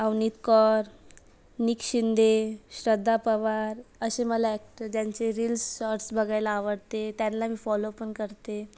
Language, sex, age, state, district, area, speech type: Marathi, female, 18-30, Maharashtra, Amravati, urban, spontaneous